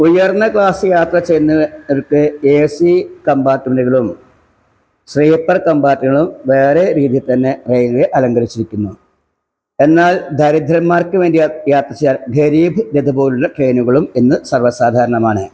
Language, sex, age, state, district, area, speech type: Malayalam, male, 60+, Kerala, Malappuram, rural, spontaneous